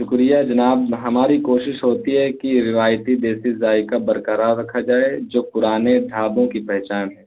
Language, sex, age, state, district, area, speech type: Urdu, male, 18-30, Uttar Pradesh, Balrampur, rural, conversation